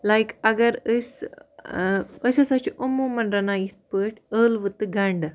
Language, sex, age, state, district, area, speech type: Kashmiri, female, 18-30, Jammu and Kashmir, Baramulla, rural, spontaneous